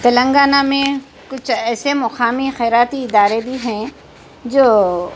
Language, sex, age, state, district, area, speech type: Urdu, female, 60+, Telangana, Hyderabad, urban, spontaneous